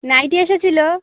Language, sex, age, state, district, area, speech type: Bengali, female, 18-30, West Bengal, Dakshin Dinajpur, urban, conversation